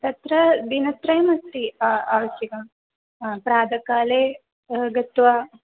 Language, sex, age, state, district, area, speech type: Sanskrit, female, 18-30, Kerala, Thrissur, urban, conversation